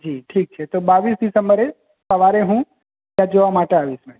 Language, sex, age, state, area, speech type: Gujarati, male, 18-30, Gujarat, urban, conversation